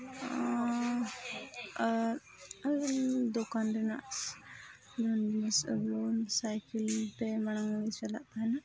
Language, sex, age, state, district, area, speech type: Santali, female, 30-45, Jharkhand, East Singhbhum, rural, spontaneous